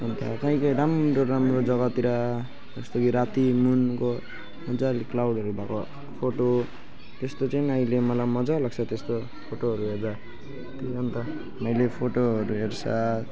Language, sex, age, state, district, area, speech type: Nepali, male, 18-30, West Bengal, Alipurduar, urban, spontaneous